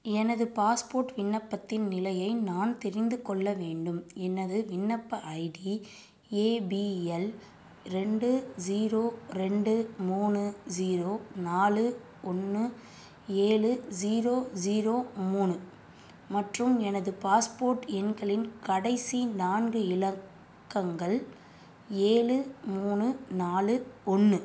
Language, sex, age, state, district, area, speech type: Tamil, female, 30-45, Tamil Nadu, Tiruvallur, urban, read